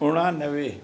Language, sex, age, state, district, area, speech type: Sindhi, male, 60+, Rajasthan, Ajmer, urban, spontaneous